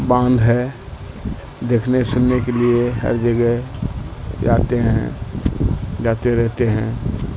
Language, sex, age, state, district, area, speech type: Urdu, male, 60+, Bihar, Supaul, rural, spontaneous